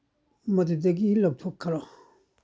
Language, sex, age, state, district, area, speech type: Manipuri, male, 60+, Manipur, Churachandpur, rural, read